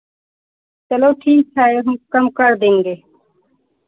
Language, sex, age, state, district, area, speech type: Hindi, female, 30-45, Uttar Pradesh, Pratapgarh, rural, conversation